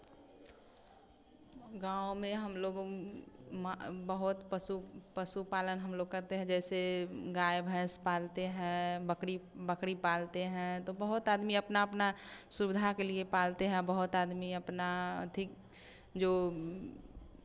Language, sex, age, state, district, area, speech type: Hindi, female, 18-30, Bihar, Samastipur, rural, spontaneous